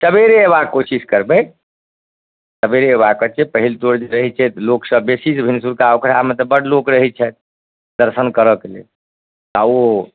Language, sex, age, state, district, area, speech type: Maithili, male, 60+, Bihar, Madhubani, rural, conversation